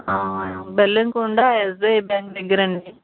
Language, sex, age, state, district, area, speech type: Telugu, female, 30-45, Andhra Pradesh, Palnadu, rural, conversation